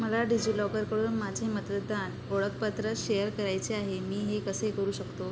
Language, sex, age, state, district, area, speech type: Marathi, female, 30-45, Maharashtra, Wardha, rural, read